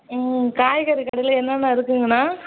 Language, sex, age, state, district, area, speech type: Tamil, female, 45-60, Tamil Nadu, Kallakurichi, urban, conversation